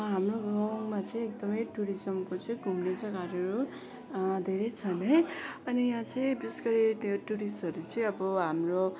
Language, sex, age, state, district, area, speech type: Nepali, female, 18-30, West Bengal, Kalimpong, rural, spontaneous